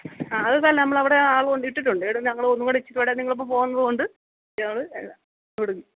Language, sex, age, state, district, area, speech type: Malayalam, female, 45-60, Kerala, Kottayam, urban, conversation